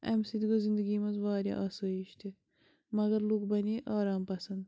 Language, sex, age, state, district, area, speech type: Kashmiri, female, 30-45, Jammu and Kashmir, Bandipora, rural, spontaneous